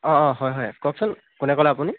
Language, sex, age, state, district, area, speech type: Assamese, male, 18-30, Assam, Tinsukia, urban, conversation